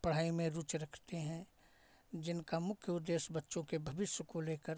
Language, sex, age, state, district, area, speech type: Hindi, male, 60+, Uttar Pradesh, Hardoi, rural, spontaneous